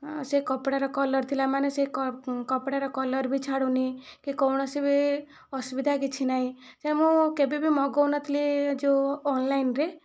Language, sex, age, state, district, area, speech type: Odia, female, 45-60, Odisha, Kandhamal, rural, spontaneous